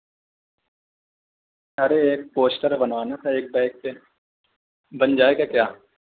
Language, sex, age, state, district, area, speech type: Urdu, male, 30-45, Uttar Pradesh, Azamgarh, rural, conversation